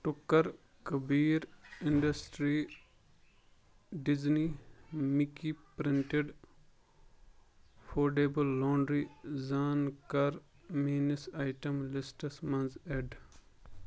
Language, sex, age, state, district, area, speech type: Kashmiri, male, 45-60, Jammu and Kashmir, Bandipora, rural, read